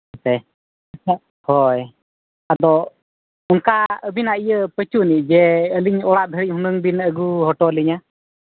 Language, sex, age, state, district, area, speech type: Santali, male, 18-30, Jharkhand, East Singhbhum, rural, conversation